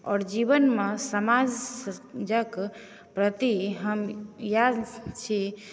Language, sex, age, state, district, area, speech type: Maithili, female, 18-30, Bihar, Supaul, rural, spontaneous